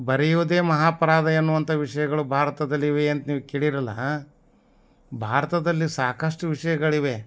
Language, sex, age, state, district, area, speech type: Kannada, male, 60+, Karnataka, Bagalkot, rural, spontaneous